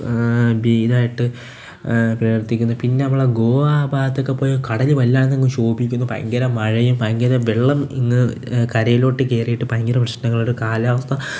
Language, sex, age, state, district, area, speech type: Malayalam, male, 18-30, Kerala, Kollam, rural, spontaneous